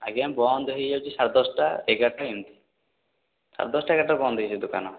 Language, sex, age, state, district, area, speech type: Odia, male, 18-30, Odisha, Puri, urban, conversation